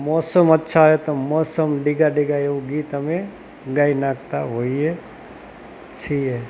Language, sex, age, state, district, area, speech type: Gujarati, male, 45-60, Gujarat, Rajkot, rural, spontaneous